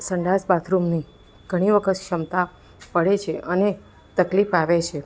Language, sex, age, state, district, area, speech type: Gujarati, female, 45-60, Gujarat, Ahmedabad, urban, spontaneous